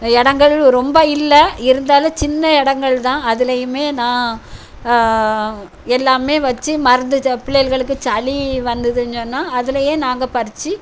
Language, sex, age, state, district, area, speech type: Tamil, female, 60+, Tamil Nadu, Thoothukudi, rural, spontaneous